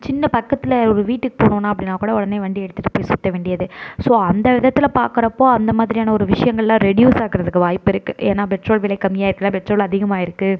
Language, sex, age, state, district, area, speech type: Tamil, female, 18-30, Tamil Nadu, Tiruvarur, urban, spontaneous